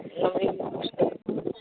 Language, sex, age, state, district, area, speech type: Hindi, female, 30-45, Bihar, Vaishali, rural, conversation